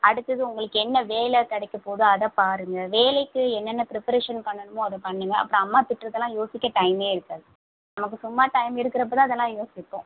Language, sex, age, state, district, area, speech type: Tamil, female, 45-60, Tamil Nadu, Pudukkottai, urban, conversation